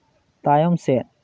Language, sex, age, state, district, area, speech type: Santali, male, 30-45, West Bengal, Malda, rural, read